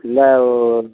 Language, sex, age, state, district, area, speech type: Tamil, male, 60+, Tamil Nadu, Pudukkottai, rural, conversation